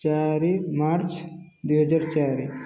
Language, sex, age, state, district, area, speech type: Odia, male, 30-45, Odisha, Koraput, urban, spontaneous